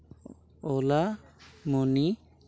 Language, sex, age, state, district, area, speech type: Santali, male, 18-30, Jharkhand, East Singhbhum, rural, read